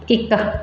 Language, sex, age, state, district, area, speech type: Punjabi, female, 30-45, Punjab, Mansa, urban, read